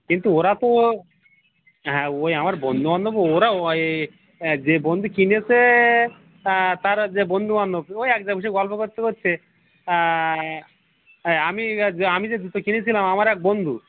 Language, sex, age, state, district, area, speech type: Bengali, male, 45-60, West Bengal, Birbhum, urban, conversation